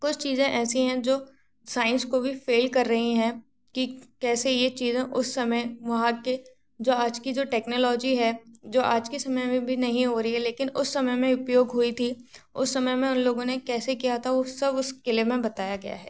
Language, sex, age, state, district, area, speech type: Hindi, female, 18-30, Madhya Pradesh, Gwalior, rural, spontaneous